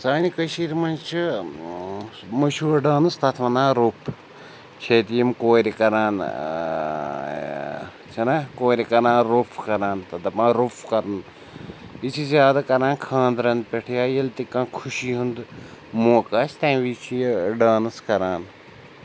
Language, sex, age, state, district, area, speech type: Kashmiri, male, 45-60, Jammu and Kashmir, Srinagar, urban, spontaneous